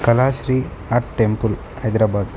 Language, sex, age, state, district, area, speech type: Telugu, male, 18-30, Telangana, Hanamkonda, urban, spontaneous